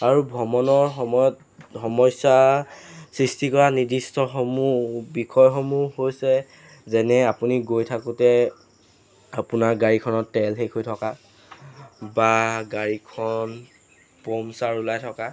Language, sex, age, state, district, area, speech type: Assamese, male, 18-30, Assam, Jorhat, urban, spontaneous